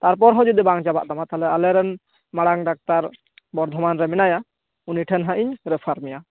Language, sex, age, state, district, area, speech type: Santali, male, 18-30, West Bengal, Purba Bardhaman, rural, conversation